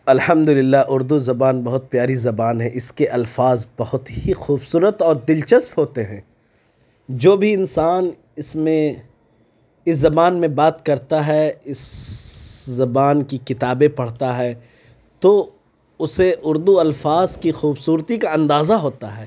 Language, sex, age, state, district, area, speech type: Urdu, male, 45-60, Uttar Pradesh, Lucknow, urban, spontaneous